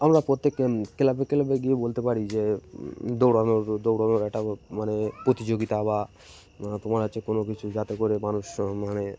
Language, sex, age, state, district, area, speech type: Bengali, male, 30-45, West Bengal, Cooch Behar, urban, spontaneous